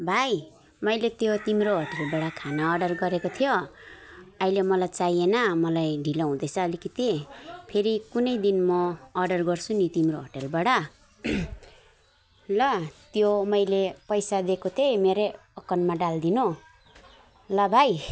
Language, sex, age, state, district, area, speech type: Nepali, female, 45-60, West Bengal, Alipurduar, urban, spontaneous